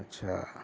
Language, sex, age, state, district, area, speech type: Urdu, female, 45-60, Telangana, Hyderabad, urban, spontaneous